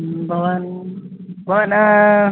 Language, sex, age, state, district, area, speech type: Sanskrit, male, 30-45, Kerala, Thiruvananthapuram, urban, conversation